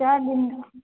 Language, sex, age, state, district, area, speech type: Hindi, female, 18-30, Rajasthan, Jodhpur, urban, conversation